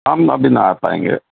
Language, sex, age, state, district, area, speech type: Urdu, male, 60+, Delhi, Central Delhi, urban, conversation